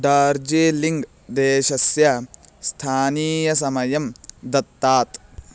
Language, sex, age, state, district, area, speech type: Sanskrit, male, 18-30, Karnataka, Bagalkot, rural, read